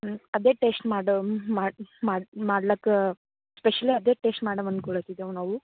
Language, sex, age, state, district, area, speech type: Kannada, female, 18-30, Karnataka, Bidar, rural, conversation